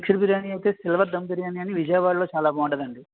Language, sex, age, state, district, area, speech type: Telugu, male, 30-45, Andhra Pradesh, West Godavari, rural, conversation